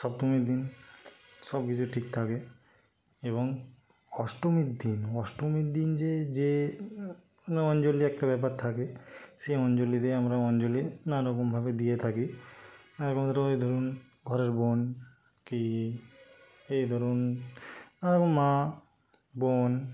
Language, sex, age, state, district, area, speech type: Bengali, male, 45-60, West Bengal, Nadia, rural, spontaneous